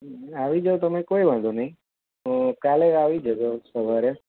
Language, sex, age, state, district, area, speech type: Gujarati, male, 30-45, Gujarat, Anand, urban, conversation